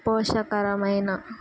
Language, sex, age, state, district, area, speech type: Telugu, female, 18-30, Andhra Pradesh, Guntur, rural, spontaneous